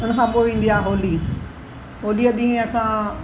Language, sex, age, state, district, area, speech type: Sindhi, female, 60+, Maharashtra, Mumbai Suburban, urban, spontaneous